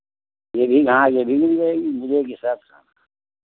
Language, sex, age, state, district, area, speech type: Hindi, male, 60+, Uttar Pradesh, Lucknow, rural, conversation